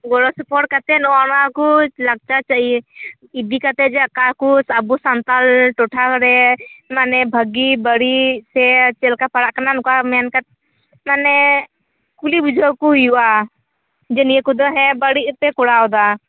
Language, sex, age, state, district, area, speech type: Santali, female, 18-30, West Bengal, Purba Bardhaman, rural, conversation